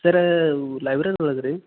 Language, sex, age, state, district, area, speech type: Kannada, male, 45-60, Karnataka, Belgaum, rural, conversation